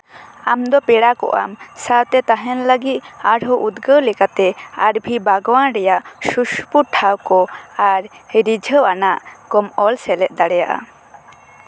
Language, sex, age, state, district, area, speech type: Santali, female, 18-30, West Bengal, Purba Bardhaman, rural, read